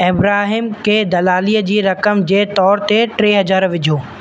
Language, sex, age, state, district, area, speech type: Sindhi, male, 18-30, Madhya Pradesh, Katni, rural, read